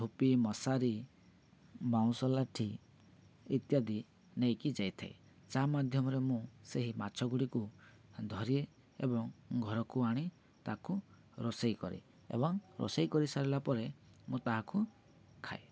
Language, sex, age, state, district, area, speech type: Odia, male, 18-30, Odisha, Balangir, urban, spontaneous